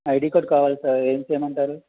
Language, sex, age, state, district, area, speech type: Telugu, male, 30-45, Andhra Pradesh, West Godavari, rural, conversation